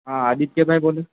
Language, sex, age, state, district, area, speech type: Gujarati, male, 18-30, Gujarat, Valsad, rural, conversation